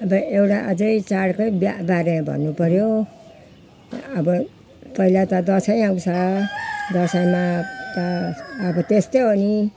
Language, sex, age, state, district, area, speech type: Nepali, female, 60+, West Bengal, Jalpaiguri, rural, spontaneous